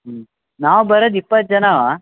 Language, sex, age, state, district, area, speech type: Kannada, male, 18-30, Karnataka, Shimoga, rural, conversation